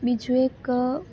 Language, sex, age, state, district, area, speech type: Gujarati, female, 18-30, Gujarat, Junagadh, rural, spontaneous